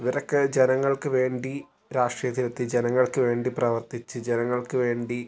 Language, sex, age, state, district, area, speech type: Malayalam, male, 18-30, Kerala, Wayanad, rural, spontaneous